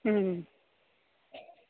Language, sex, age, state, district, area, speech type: Malayalam, female, 45-60, Kerala, Kollam, rural, conversation